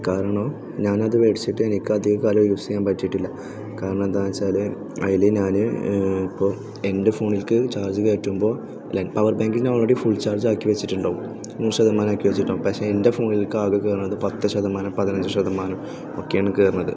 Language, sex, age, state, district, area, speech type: Malayalam, male, 18-30, Kerala, Thrissur, rural, spontaneous